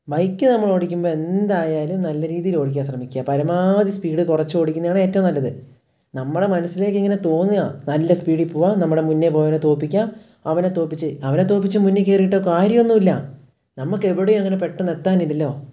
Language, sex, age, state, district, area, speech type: Malayalam, male, 18-30, Kerala, Wayanad, rural, spontaneous